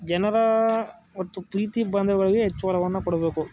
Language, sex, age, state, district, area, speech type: Kannada, male, 18-30, Karnataka, Mysore, rural, spontaneous